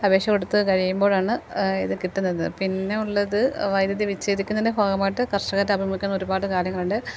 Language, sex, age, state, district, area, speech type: Malayalam, female, 45-60, Kerala, Kottayam, rural, spontaneous